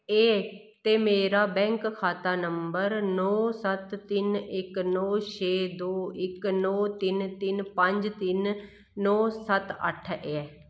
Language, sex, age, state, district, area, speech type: Dogri, female, 30-45, Jammu and Kashmir, Kathua, rural, read